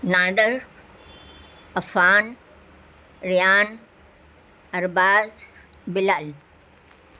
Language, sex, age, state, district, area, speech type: Urdu, female, 60+, Delhi, North East Delhi, urban, spontaneous